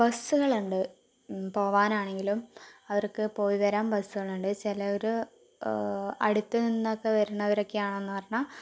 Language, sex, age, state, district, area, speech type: Malayalam, female, 18-30, Kerala, Palakkad, rural, spontaneous